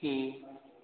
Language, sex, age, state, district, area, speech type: Maithili, male, 18-30, Bihar, Madhubani, rural, conversation